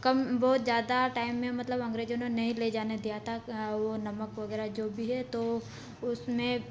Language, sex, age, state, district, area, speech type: Hindi, female, 18-30, Madhya Pradesh, Ujjain, rural, spontaneous